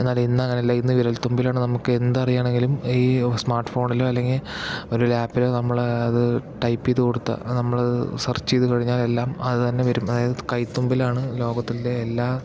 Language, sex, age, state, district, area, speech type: Malayalam, male, 18-30, Kerala, Palakkad, rural, spontaneous